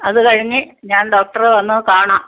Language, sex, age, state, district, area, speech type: Malayalam, female, 60+, Kerala, Alappuzha, rural, conversation